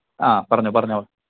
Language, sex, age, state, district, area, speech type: Malayalam, male, 45-60, Kerala, Pathanamthitta, rural, conversation